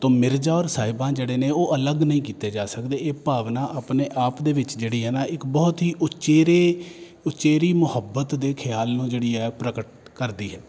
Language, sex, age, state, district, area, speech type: Punjabi, male, 30-45, Punjab, Jalandhar, urban, spontaneous